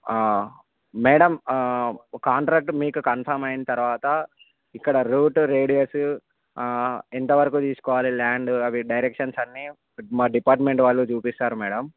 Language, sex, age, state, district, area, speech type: Telugu, male, 45-60, Andhra Pradesh, Visakhapatnam, urban, conversation